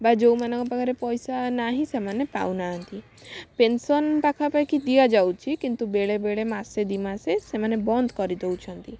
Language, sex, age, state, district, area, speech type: Odia, female, 30-45, Odisha, Kalahandi, rural, spontaneous